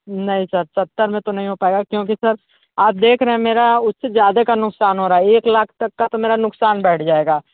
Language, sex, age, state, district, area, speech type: Hindi, male, 45-60, Uttar Pradesh, Sonbhadra, rural, conversation